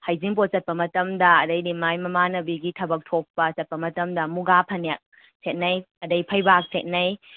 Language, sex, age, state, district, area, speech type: Manipuri, female, 18-30, Manipur, Kakching, rural, conversation